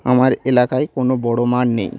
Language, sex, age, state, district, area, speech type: Bengali, male, 30-45, West Bengal, Nadia, rural, spontaneous